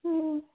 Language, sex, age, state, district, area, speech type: Manipuri, female, 30-45, Manipur, Senapati, rural, conversation